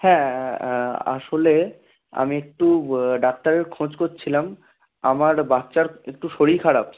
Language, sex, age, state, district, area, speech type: Bengali, male, 18-30, West Bengal, Darjeeling, rural, conversation